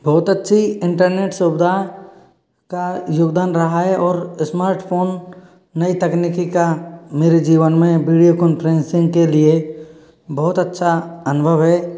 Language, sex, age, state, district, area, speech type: Hindi, male, 45-60, Rajasthan, Karauli, rural, spontaneous